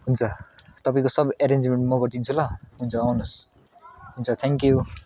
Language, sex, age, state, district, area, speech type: Nepali, male, 18-30, West Bengal, Darjeeling, urban, spontaneous